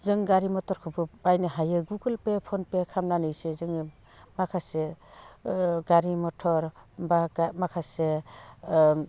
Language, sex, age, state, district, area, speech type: Bodo, female, 45-60, Assam, Udalguri, rural, spontaneous